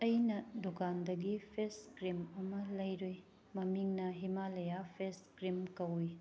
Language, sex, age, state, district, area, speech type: Manipuri, female, 30-45, Manipur, Tengnoupal, rural, spontaneous